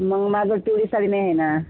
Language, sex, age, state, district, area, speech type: Marathi, female, 30-45, Maharashtra, Washim, rural, conversation